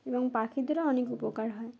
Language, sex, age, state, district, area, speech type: Bengali, female, 18-30, West Bengal, Uttar Dinajpur, urban, spontaneous